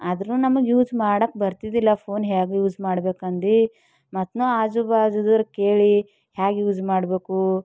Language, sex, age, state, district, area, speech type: Kannada, female, 45-60, Karnataka, Bidar, rural, spontaneous